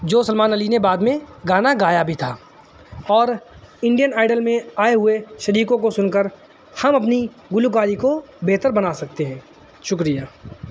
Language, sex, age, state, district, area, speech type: Urdu, male, 18-30, Uttar Pradesh, Shahjahanpur, urban, spontaneous